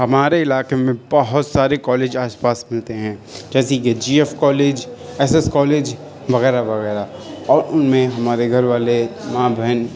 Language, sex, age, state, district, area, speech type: Urdu, male, 18-30, Uttar Pradesh, Shahjahanpur, urban, spontaneous